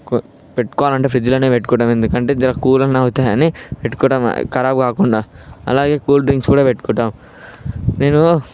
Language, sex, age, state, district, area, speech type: Telugu, male, 18-30, Telangana, Vikarabad, urban, spontaneous